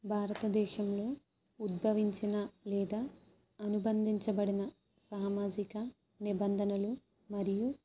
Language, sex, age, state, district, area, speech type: Telugu, female, 18-30, Andhra Pradesh, Kakinada, urban, spontaneous